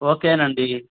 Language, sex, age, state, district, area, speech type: Telugu, male, 45-60, Andhra Pradesh, Sri Satya Sai, urban, conversation